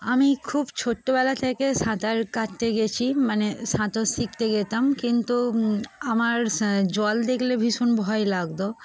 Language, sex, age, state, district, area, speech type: Bengali, female, 18-30, West Bengal, Darjeeling, urban, spontaneous